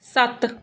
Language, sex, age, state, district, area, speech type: Punjabi, female, 18-30, Punjab, Gurdaspur, rural, read